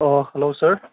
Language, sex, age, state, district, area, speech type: Manipuri, male, 18-30, Manipur, Senapati, rural, conversation